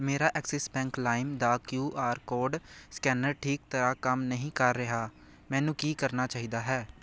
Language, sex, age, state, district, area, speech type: Punjabi, male, 18-30, Punjab, Amritsar, urban, read